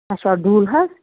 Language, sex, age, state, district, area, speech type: Kashmiri, female, 30-45, Jammu and Kashmir, Baramulla, rural, conversation